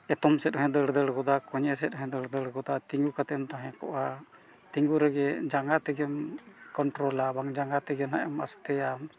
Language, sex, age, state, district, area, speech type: Santali, male, 60+, Odisha, Mayurbhanj, rural, spontaneous